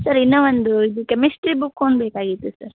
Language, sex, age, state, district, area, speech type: Kannada, female, 18-30, Karnataka, Koppal, rural, conversation